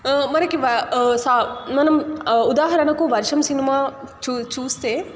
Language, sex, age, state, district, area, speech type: Telugu, female, 18-30, Telangana, Nalgonda, urban, spontaneous